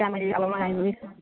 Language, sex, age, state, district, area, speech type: Nepali, female, 18-30, West Bengal, Darjeeling, rural, conversation